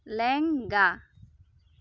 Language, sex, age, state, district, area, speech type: Santali, female, 18-30, West Bengal, Bankura, rural, read